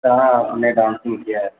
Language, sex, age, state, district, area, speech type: Urdu, male, 18-30, Bihar, Darbhanga, rural, conversation